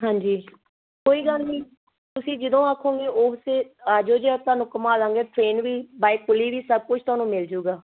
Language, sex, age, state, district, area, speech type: Punjabi, female, 30-45, Punjab, Tarn Taran, rural, conversation